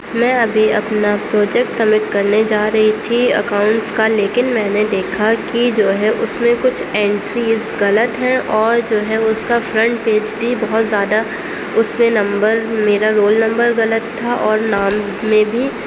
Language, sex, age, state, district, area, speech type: Urdu, female, 18-30, Uttar Pradesh, Aligarh, urban, spontaneous